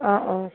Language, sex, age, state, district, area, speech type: Assamese, female, 30-45, Assam, Barpeta, rural, conversation